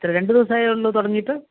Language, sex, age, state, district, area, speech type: Malayalam, female, 60+, Kerala, Kasaragod, urban, conversation